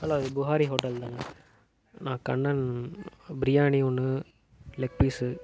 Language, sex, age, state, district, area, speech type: Tamil, male, 18-30, Tamil Nadu, Nagapattinam, rural, spontaneous